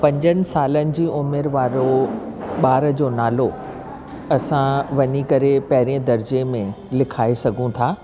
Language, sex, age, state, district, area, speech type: Sindhi, female, 60+, Delhi, South Delhi, urban, spontaneous